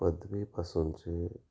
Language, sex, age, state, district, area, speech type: Marathi, male, 45-60, Maharashtra, Nashik, urban, spontaneous